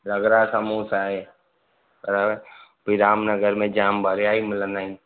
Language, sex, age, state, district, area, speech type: Sindhi, male, 30-45, Gujarat, Surat, urban, conversation